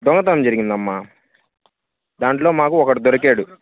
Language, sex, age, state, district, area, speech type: Telugu, male, 18-30, Andhra Pradesh, Bapatla, urban, conversation